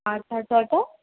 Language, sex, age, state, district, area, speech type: Sindhi, female, 18-30, Uttar Pradesh, Lucknow, rural, conversation